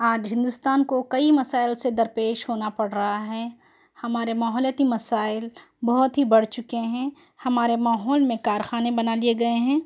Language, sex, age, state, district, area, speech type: Urdu, female, 30-45, Telangana, Hyderabad, urban, spontaneous